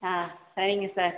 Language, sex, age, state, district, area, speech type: Tamil, female, 18-30, Tamil Nadu, Cuddalore, rural, conversation